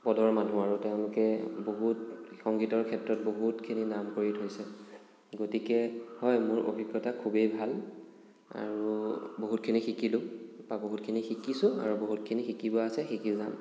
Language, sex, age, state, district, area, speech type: Assamese, male, 18-30, Assam, Nagaon, rural, spontaneous